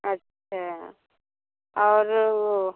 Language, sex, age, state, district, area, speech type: Hindi, female, 45-60, Uttar Pradesh, Hardoi, rural, conversation